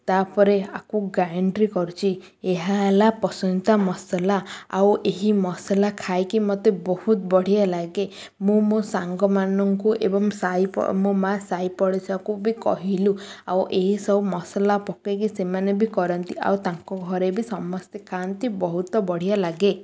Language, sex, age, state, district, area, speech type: Odia, female, 18-30, Odisha, Ganjam, urban, spontaneous